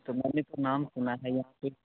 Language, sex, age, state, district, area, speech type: Hindi, male, 18-30, Bihar, Darbhanga, rural, conversation